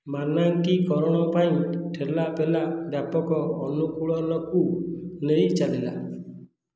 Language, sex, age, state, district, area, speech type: Odia, male, 30-45, Odisha, Khordha, rural, read